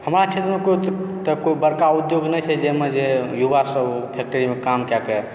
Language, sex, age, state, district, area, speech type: Maithili, male, 18-30, Bihar, Supaul, rural, spontaneous